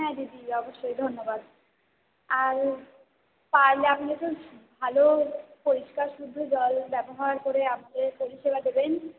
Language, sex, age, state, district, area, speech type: Bengali, female, 18-30, West Bengal, Purba Bardhaman, urban, conversation